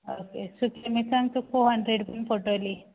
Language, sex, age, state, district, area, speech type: Goan Konkani, female, 18-30, Goa, Quepem, rural, conversation